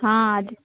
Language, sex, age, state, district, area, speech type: Kannada, female, 45-60, Karnataka, Dakshina Kannada, rural, conversation